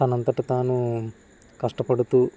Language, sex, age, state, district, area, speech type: Telugu, male, 18-30, Andhra Pradesh, Kakinada, rural, spontaneous